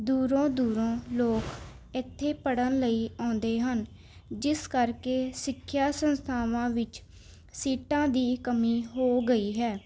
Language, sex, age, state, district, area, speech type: Punjabi, female, 18-30, Punjab, Mohali, urban, spontaneous